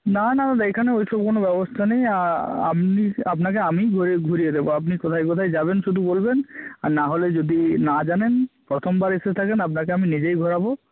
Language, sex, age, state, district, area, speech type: Bengali, male, 18-30, West Bengal, North 24 Parganas, rural, conversation